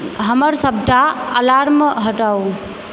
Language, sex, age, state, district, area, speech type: Maithili, female, 45-60, Bihar, Supaul, urban, read